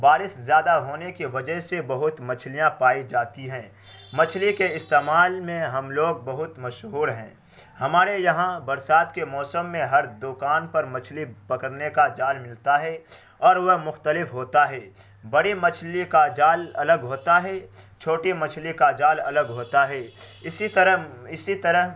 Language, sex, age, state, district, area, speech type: Urdu, male, 18-30, Bihar, Araria, rural, spontaneous